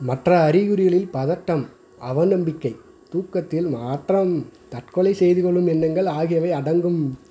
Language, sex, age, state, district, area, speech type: Tamil, male, 30-45, Tamil Nadu, Madurai, rural, read